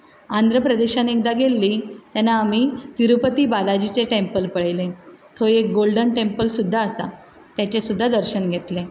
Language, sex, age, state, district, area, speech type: Goan Konkani, female, 30-45, Goa, Ponda, rural, spontaneous